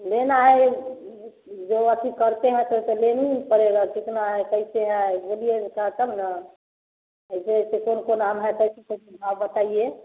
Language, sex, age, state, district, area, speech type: Hindi, female, 30-45, Bihar, Samastipur, rural, conversation